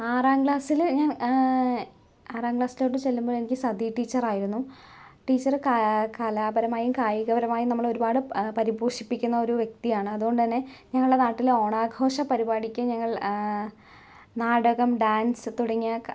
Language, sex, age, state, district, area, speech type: Malayalam, female, 30-45, Kerala, Palakkad, rural, spontaneous